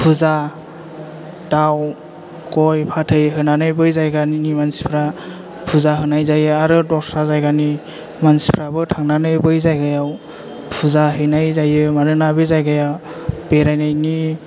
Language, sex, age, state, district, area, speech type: Bodo, male, 18-30, Assam, Chirang, urban, spontaneous